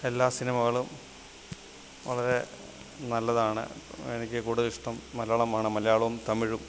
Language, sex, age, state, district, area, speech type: Malayalam, male, 45-60, Kerala, Alappuzha, rural, spontaneous